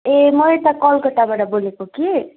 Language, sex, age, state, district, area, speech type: Nepali, female, 18-30, West Bengal, Darjeeling, rural, conversation